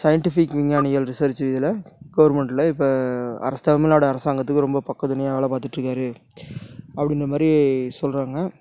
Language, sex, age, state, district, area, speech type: Tamil, male, 30-45, Tamil Nadu, Tiruchirappalli, rural, spontaneous